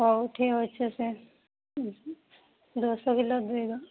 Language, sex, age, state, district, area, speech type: Odia, female, 30-45, Odisha, Boudh, rural, conversation